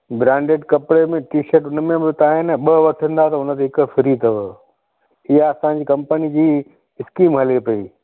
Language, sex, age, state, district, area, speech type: Sindhi, male, 45-60, Gujarat, Kutch, rural, conversation